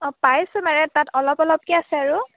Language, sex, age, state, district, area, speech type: Assamese, female, 18-30, Assam, Sivasagar, urban, conversation